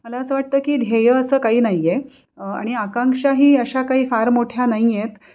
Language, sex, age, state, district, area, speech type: Marathi, female, 45-60, Maharashtra, Pune, urban, spontaneous